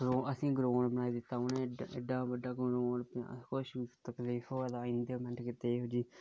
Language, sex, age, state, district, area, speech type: Dogri, male, 18-30, Jammu and Kashmir, Udhampur, rural, spontaneous